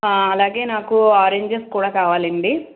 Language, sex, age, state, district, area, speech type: Telugu, male, 18-30, Andhra Pradesh, Guntur, urban, conversation